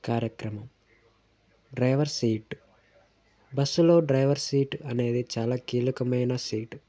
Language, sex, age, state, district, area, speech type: Telugu, male, 18-30, Telangana, Sangareddy, urban, spontaneous